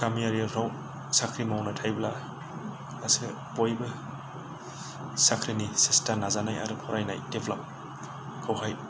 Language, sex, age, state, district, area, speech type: Bodo, male, 45-60, Assam, Kokrajhar, rural, spontaneous